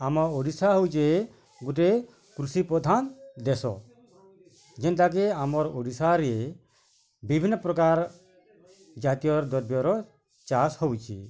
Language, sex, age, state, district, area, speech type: Odia, male, 45-60, Odisha, Bargarh, urban, spontaneous